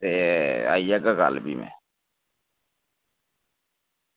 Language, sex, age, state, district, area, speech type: Dogri, male, 30-45, Jammu and Kashmir, Reasi, rural, conversation